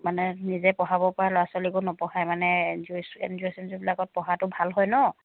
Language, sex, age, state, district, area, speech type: Assamese, female, 45-60, Assam, Dibrugarh, rural, conversation